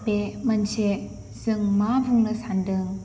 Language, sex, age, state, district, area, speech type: Bodo, female, 18-30, Assam, Kokrajhar, urban, spontaneous